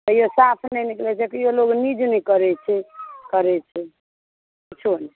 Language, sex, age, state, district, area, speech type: Maithili, female, 45-60, Bihar, Supaul, rural, conversation